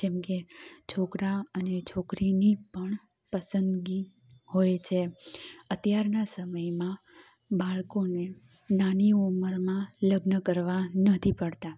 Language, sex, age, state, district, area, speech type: Gujarati, female, 30-45, Gujarat, Amreli, rural, spontaneous